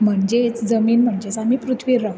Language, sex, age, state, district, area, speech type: Goan Konkani, female, 18-30, Goa, Bardez, urban, spontaneous